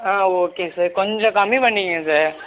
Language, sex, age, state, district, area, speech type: Tamil, male, 18-30, Tamil Nadu, Tiruvallur, rural, conversation